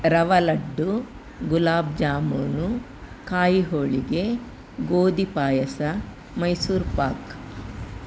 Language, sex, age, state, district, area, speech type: Kannada, female, 60+, Karnataka, Udupi, rural, spontaneous